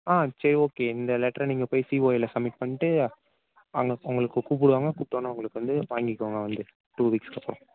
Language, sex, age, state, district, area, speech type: Tamil, male, 30-45, Tamil Nadu, Tiruvarur, rural, conversation